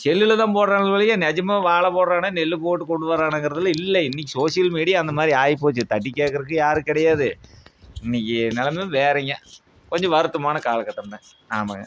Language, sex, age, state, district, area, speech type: Tamil, male, 30-45, Tamil Nadu, Coimbatore, rural, spontaneous